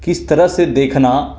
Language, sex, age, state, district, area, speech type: Hindi, male, 18-30, Bihar, Begusarai, rural, spontaneous